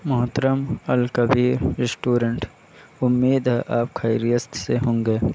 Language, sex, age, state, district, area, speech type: Urdu, male, 18-30, Uttar Pradesh, Balrampur, rural, spontaneous